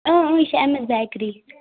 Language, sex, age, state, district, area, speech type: Kashmiri, female, 30-45, Jammu and Kashmir, Ganderbal, rural, conversation